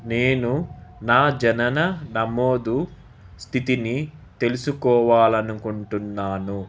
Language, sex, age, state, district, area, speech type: Telugu, male, 30-45, Andhra Pradesh, Krishna, urban, read